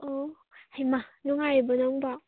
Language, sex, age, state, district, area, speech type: Manipuri, female, 18-30, Manipur, Kangpokpi, urban, conversation